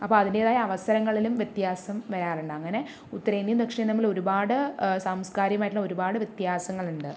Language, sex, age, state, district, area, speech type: Malayalam, female, 30-45, Kerala, Palakkad, rural, spontaneous